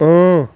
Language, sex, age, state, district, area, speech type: Kashmiri, male, 18-30, Jammu and Kashmir, Kulgam, urban, read